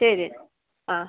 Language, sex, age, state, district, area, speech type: Malayalam, female, 18-30, Kerala, Kasaragod, rural, conversation